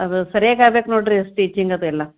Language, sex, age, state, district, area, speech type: Kannada, female, 45-60, Karnataka, Gulbarga, urban, conversation